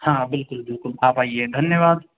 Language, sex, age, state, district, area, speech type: Hindi, male, 45-60, Madhya Pradesh, Balaghat, rural, conversation